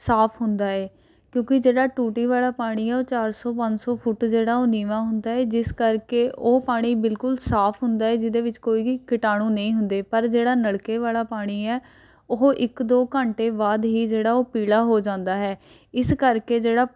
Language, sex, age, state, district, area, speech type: Punjabi, female, 18-30, Punjab, Rupnagar, urban, spontaneous